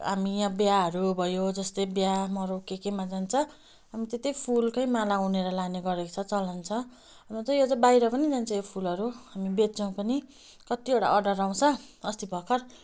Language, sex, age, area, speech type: Nepali, female, 30-45, rural, spontaneous